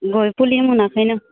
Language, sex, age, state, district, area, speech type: Bodo, female, 30-45, Assam, Udalguri, urban, conversation